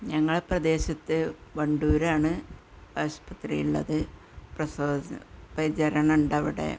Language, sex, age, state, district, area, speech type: Malayalam, female, 60+, Kerala, Malappuram, rural, spontaneous